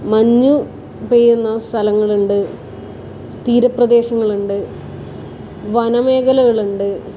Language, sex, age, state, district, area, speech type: Malayalam, female, 18-30, Kerala, Kasaragod, urban, spontaneous